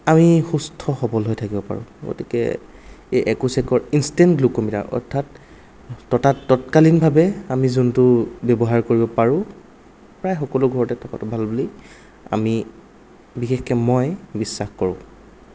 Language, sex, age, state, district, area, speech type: Assamese, male, 18-30, Assam, Sonitpur, rural, spontaneous